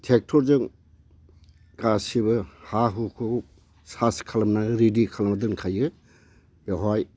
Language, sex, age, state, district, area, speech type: Bodo, male, 60+, Assam, Udalguri, rural, spontaneous